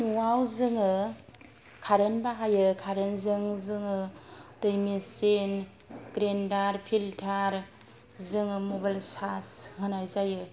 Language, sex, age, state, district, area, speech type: Bodo, female, 30-45, Assam, Kokrajhar, rural, spontaneous